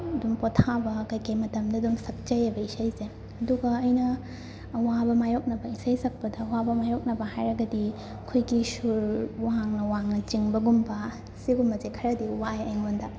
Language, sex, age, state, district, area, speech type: Manipuri, female, 18-30, Manipur, Imphal West, rural, spontaneous